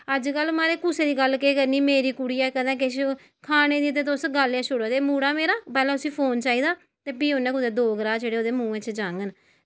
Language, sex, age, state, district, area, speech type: Dogri, female, 30-45, Jammu and Kashmir, Samba, rural, spontaneous